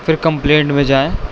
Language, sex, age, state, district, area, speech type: Urdu, male, 18-30, Delhi, East Delhi, urban, spontaneous